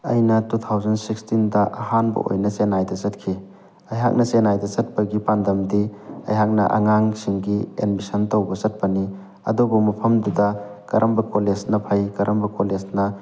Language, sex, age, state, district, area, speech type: Manipuri, male, 30-45, Manipur, Thoubal, rural, spontaneous